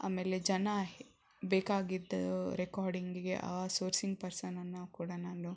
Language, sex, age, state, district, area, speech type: Kannada, female, 18-30, Karnataka, Shimoga, rural, spontaneous